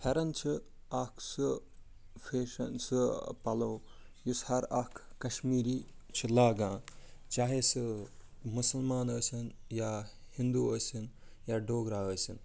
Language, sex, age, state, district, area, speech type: Kashmiri, male, 45-60, Jammu and Kashmir, Ganderbal, urban, spontaneous